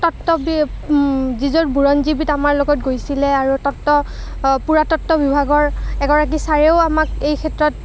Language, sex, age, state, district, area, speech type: Assamese, female, 30-45, Assam, Kamrup Metropolitan, urban, spontaneous